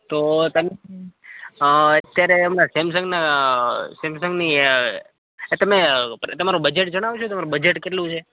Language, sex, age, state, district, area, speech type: Gujarati, male, 18-30, Gujarat, Rajkot, urban, conversation